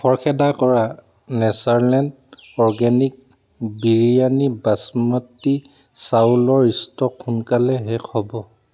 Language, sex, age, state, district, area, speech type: Assamese, male, 45-60, Assam, Charaideo, urban, read